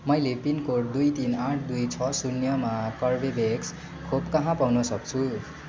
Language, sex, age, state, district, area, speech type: Nepali, male, 18-30, West Bengal, Kalimpong, rural, read